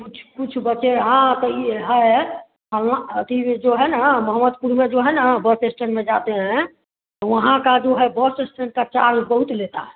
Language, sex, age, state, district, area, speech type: Hindi, female, 45-60, Bihar, Samastipur, rural, conversation